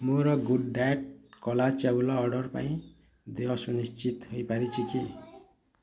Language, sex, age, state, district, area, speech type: Odia, male, 45-60, Odisha, Bargarh, urban, read